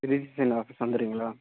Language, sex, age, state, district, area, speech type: Tamil, male, 18-30, Tamil Nadu, Vellore, rural, conversation